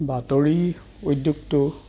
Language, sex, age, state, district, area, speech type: Assamese, male, 30-45, Assam, Goalpara, urban, spontaneous